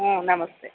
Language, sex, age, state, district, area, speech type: Kannada, female, 45-60, Karnataka, Chitradurga, urban, conversation